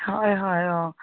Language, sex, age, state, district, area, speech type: Assamese, female, 30-45, Assam, Majuli, rural, conversation